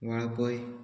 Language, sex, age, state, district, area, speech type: Goan Konkani, male, 18-30, Goa, Murmgao, rural, spontaneous